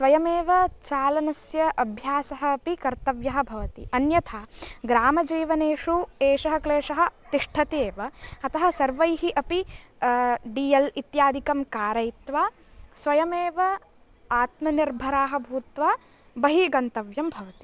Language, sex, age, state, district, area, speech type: Sanskrit, female, 18-30, Karnataka, Uttara Kannada, rural, spontaneous